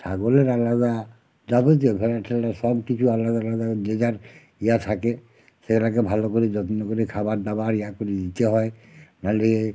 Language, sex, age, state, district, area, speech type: Bengali, male, 45-60, West Bengal, Uttar Dinajpur, rural, spontaneous